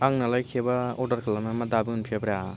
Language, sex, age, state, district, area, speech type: Bodo, male, 18-30, Assam, Baksa, rural, spontaneous